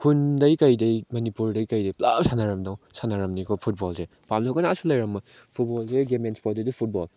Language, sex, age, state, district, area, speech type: Manipuri, male, 18-30, Manipur, Chandel, rural, spontaneous